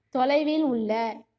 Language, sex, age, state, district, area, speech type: Tamil, female, 18-30, Tamil Nadu, Cuddalore, rural, read